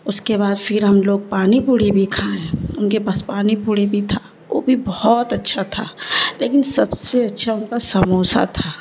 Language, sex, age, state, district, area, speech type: Urdu, female, 30-45, Bihar, Darbhanga, urban, spontaneous